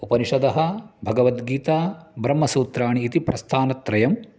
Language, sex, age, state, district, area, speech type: Sanskrit, male, 45-60, Karnataka, Uttara Kannada, urban, spontaneous